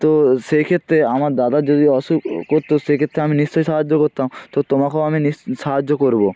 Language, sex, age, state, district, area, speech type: Bengali, male, 18-30, West Bengal, North 24 Parganas, rural, spontaneous